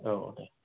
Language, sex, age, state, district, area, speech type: Bodo, male, 18-30, Assam, Kokrajhar, rural, conversation